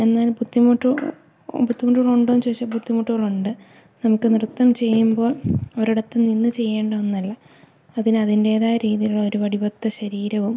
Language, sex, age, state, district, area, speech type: Malayalam, female, 18-30, Kerala, Idukki, rural, spontaneous